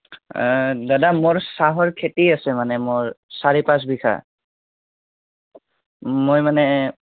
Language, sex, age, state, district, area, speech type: Assamese, male, 18-30, Assam, Barpeta, rural, conversation